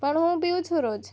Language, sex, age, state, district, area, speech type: Gujarati, female, 18-30, Gujarat, Surat, rural, spontaneous